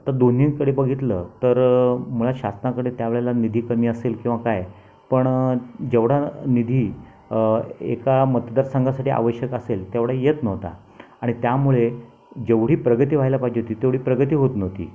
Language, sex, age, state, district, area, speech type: Marathi, male, 60+, Maharashtra, Raigad, rural, spontaneous